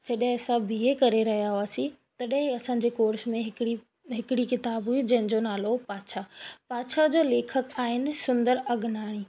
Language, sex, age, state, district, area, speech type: Sindhi, female, 18-30, Rajasthan, Ajmer, urban, spontaneous